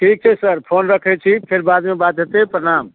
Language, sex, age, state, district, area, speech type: Maithili, male, 45-60, Bihar, Madhubani, rural, conversation